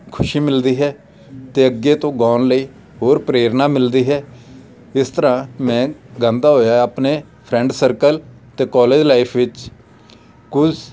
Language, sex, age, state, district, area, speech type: Punjabi, male, 45-60, Punjab, Amritsar, rural, spontaneous